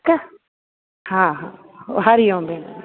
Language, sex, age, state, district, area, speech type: Sindhi, female, 30-45, Rajasthan, Ajmer, urban, conversation